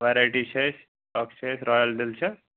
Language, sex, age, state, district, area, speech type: Kashmiri, male, 18-30, Jammu and Kashmir, Anantnag, rural, conversation